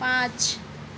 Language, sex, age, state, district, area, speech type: Hindi, female, 30-45, Madhya Pradesh, Seoni, urban, read